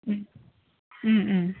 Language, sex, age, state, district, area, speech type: Malayalam, female, 18-30, Kerala, Ernakulam, urban, conversation